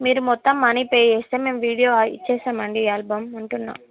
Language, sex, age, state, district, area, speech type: Telugu, female, 18-30, Telangana, Mancherial, rural, conversation